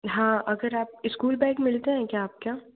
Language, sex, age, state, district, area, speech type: Hindi, other, 45-60, Madhya Pradesh, Bhopal, urban, conversation